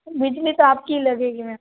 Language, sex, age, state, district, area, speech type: Hindi, female, 30-45, Rajasthan, Jodhpur, urban, conversation